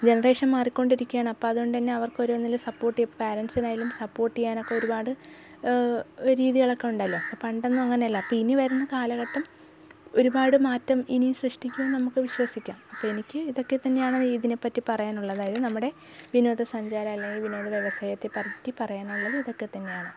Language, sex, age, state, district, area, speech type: Malayalam, female, 18-30, Kerala, Thiruvananthapuram, rural, spontaneous